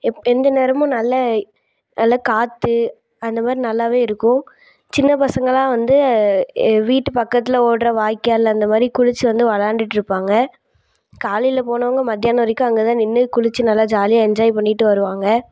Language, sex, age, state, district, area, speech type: Tamil, female, 18-30, Tamil Nadu, Thoothukudi, urban, spontaneous